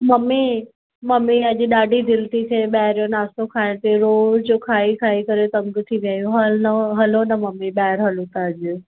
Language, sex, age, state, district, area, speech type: Sindhi, female, 45-60, Maharashtra, Mumbai Suburban, urban, conversation